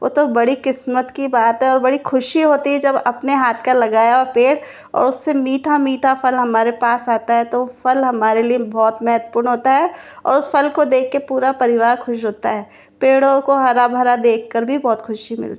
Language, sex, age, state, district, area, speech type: Hindi, female, 30-45, Rajasthan, Jaipur, urban, spontaneous